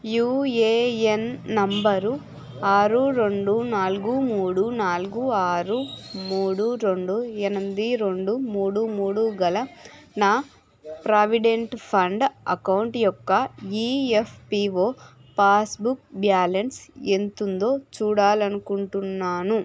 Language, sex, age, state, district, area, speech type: Telugu, female, 18-30, Andhra Pradesh, Srikakulam, urban, read